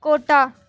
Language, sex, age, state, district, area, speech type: Sindhi, female, 18-30, Gujarat, Surat, urban, spontaneous